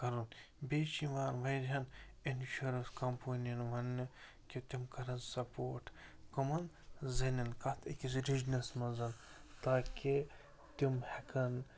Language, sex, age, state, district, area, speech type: Kashmiri, male, 30-45, Jammu and Kashmir, Ganderbal, rural, spontaneous